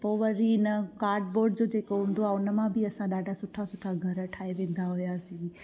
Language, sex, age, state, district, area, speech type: Sindhi, female, 18-30, Gujarat, Junagadh, rural, spontaneous